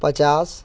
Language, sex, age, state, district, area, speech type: Hindi, male, 18-30, Madhya Pradesh, Bhopal, urban, spontaneous